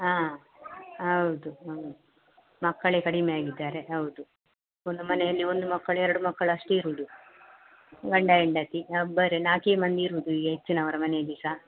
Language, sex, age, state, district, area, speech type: Kannada, female, 45-60, Karnataka, Dakshina Kannada, rural, conversation